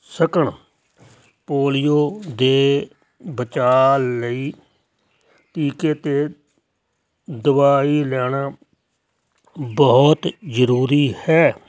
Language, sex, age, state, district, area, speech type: Punjabi, male, 60+, Punjab, Hoshiarpur, rural, spontaneous